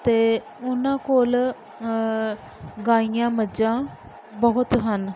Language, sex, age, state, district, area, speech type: Punjabi, female, 30-45, Punjab, Pathankot, rural, spontaneous